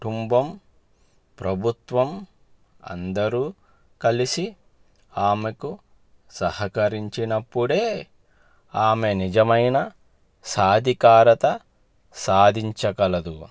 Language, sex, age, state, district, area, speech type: Telugu, male, 30-45, Andhra Pradesh, Palnadu, urban, spontaneous